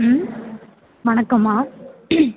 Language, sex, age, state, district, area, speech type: Tamil, female, 18-30, Tamil Nadu, Mayiladuthurai, rural, conversation